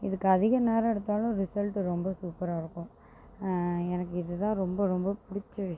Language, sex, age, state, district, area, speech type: Tamil, female, 30-45, Tamil Nadu, Tiruchirappalli, rural, spontaneous